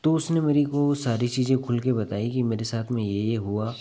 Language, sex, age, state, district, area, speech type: Hindi, male, 18-30, Rajasthan, Nagaur, rural, spontaneous